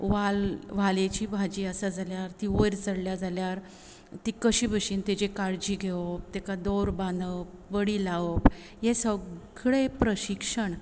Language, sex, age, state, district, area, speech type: Goan Konkani, female, 30-45, Goa, Quepem, rural, spontaneous